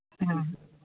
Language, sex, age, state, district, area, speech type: Manipuri, female, 60+, Manipur, Kangpokpi, urban, conversation